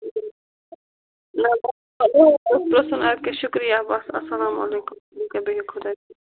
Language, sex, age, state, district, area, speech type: Kashmiri, female, 30-45, Jammu and Kashmir, Bandipora, rural, conversation